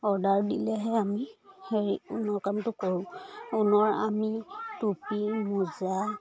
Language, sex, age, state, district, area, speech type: Assamese, female, 30-45, Assam, Charaideo, rural, spontaneous